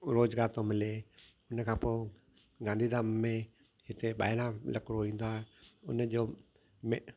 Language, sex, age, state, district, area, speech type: Sindhi, male, 60+, Gujarat, Kutch, urban, spontaneous